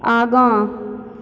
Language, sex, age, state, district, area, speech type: Maithili, female, 18-30, Bihar, Supaul, rural, read